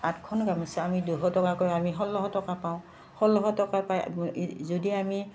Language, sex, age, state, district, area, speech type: Assamese, female, 60+, Assam, Udalguri, rural, spontaneous